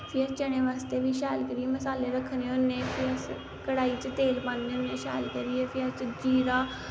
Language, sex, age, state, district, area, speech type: Dogri, female, 18-30, Jammu and Kashmir, Samba, rural, spontaneous